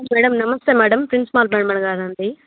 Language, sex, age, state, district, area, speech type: Telugu, female, 30-45, Andhra Pradesh, Chittoor, rural, conversation